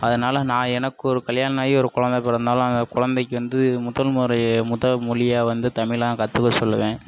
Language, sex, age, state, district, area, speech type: Tamil, male, 18-30, Tamil Nadu, Sivaganga, rural, spontaneous